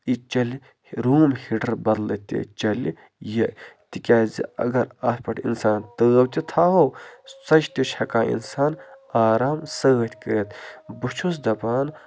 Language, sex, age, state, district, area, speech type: Kashmiri, male, 45-60, Jammu and Kashmir, Baramulla, rural, spontaneous